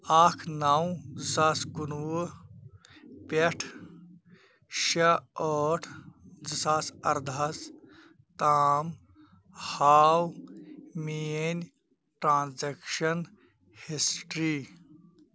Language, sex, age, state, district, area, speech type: Kashmiri, male, 30-45, Jammu and Kashmir, Pulwama, urban, read